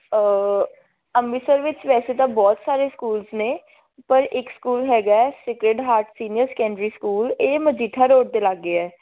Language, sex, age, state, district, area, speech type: Punjabi, female, 18-30, Punjab, Amritsar, urban, conversation